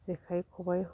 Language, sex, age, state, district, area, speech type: Bodo, female, 60+, Assam, Chirang, rural, spontaneous